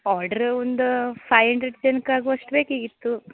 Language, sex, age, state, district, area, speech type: Kannada, female, 30-45, Karnataka, Uttara Kannada, rural, conversation